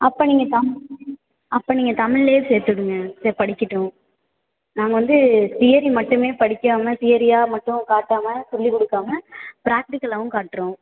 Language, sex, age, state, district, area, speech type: Tamil, female, 18-30, Tamil Nadu, Tiruvarur, rural, conversation